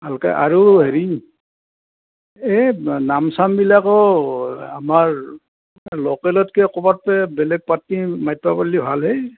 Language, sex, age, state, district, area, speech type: Assamese, male, 60+, Assam, Nalbari, rural, conversation